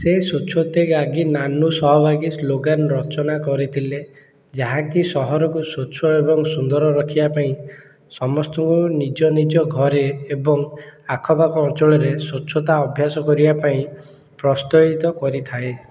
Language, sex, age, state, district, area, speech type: Odia, male, 18-30, Odisha, Puri, urban, read